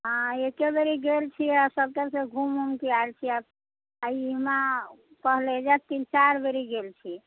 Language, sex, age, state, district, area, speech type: Maithili, female, 45-60, Bihar, Sitamarhi, rural, conversation